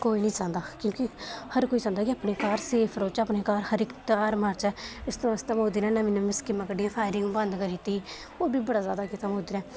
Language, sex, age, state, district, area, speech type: Dogri, female, 18-30, Jammu and Kashmir, Kathua, rural, spontaneous